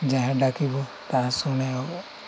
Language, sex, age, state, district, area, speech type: Odia, male, 45-60, Odisha, Koraput, urban, spontaneous